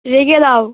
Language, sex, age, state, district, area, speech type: Bengali, female, 18-30, West Bengal, Dakshin Dinajpur, urban, conversation